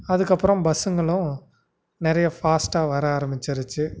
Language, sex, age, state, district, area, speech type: Tamil, male, 30-45, Tamil Nadu, Nagapattinam, rural, spontaneous